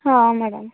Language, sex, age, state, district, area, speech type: Odia, female, 18-30, Odisha, Kalahandi, rural, conversation